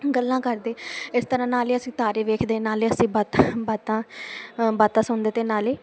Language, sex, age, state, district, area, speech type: Punjabi, female, 18-30, Punjab, Muktsar, urban, spontaneous